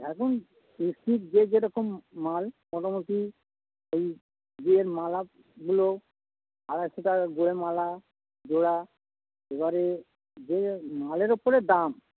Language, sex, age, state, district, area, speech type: Bengali, male, 45-60, West Bengal, Dakshin Dinajpur, rural, conversation